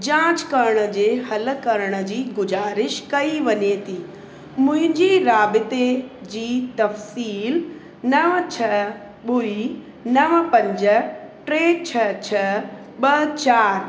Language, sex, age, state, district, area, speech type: Sindhi, female, 45-60, Uttar Pradesh, Lucknow, urban, read